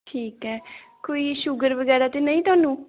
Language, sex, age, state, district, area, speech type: Punjabi, female, 18-30, Punjab, Gurdaspur, rural, conversation